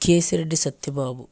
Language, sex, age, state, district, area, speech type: Telugu, male, 30-45, Andhra Pradesh, Eluru, rural, spontaneous